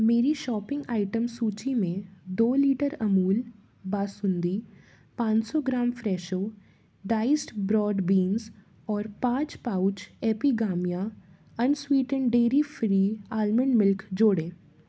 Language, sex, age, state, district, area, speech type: Hindi, female, 30-45, Madhya Pradesh, Jabalpur, urban, read